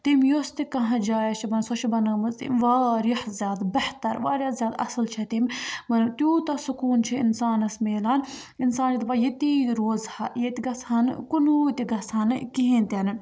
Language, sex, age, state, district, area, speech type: Kashmiri, female, 18-30, Jammu and Kashmir, Baramulla, rural, spontaneous